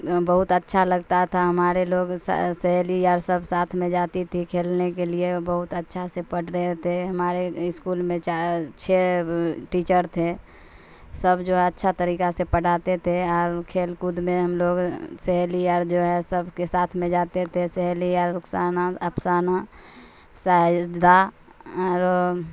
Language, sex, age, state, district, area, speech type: Urdu, female, 45-60, Bihar, Supaul, rural, spontaneous